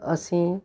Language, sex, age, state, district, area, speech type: Punjabi, female, 60+, Punjab, Jalandhar, urban, spontaneous